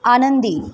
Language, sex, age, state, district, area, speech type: Marathi, female, 30-45, Maharashtra, Mumbai Suburban, urban, read